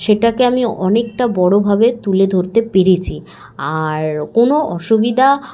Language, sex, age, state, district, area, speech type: Bengali, female, 18-30, West Bengal, Hooghly, urban, spontaneous